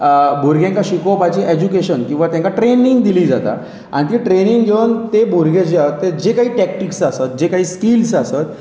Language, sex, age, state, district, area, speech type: Goan Konkani, male, 30-45, Goa, Pernem, rural, spontaneous